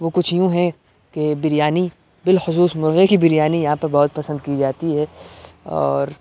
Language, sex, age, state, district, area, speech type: Urdu, male, 30-45, Uttar Pradesh, Aligarh, rural, spontaneous